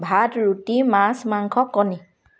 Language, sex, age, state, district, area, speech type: Assamese, female, 30-45, Assam, Charaideo, rural, spontaneous